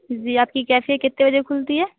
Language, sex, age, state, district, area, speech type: Hindi, female, 18-30, Bihar, Vaishali, rural, conversation